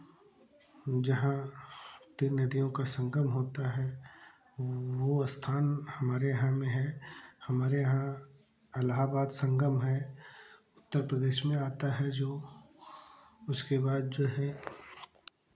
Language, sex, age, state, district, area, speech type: Hindi, male, 45-60, Uttar Pradesh, Chandauli, urban, spontaneous